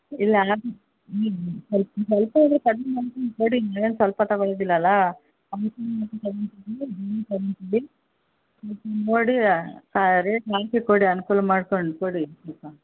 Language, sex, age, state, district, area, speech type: Kannada, female, 45-60, Karnataka, Bellary, rural, conversation